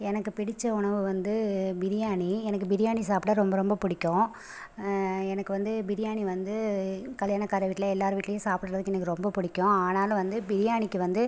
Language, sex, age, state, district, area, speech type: Tamil, female, 30-45, Tamil Nadu, Pudukkottai, rural, spontaneous